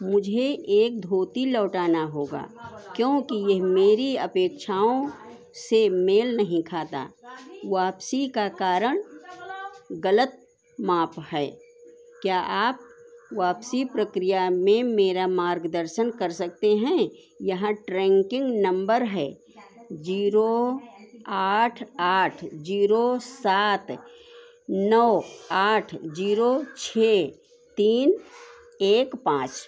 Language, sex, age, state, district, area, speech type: Hindi, female, 60+, Uttar Pradesh, Sitapur, rural, read